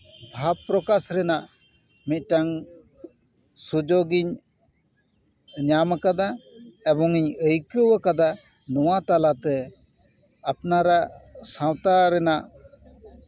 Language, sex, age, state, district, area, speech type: Santali, male, 45-60, West Bengal, Paschim Bardhaman, urban, spontaneous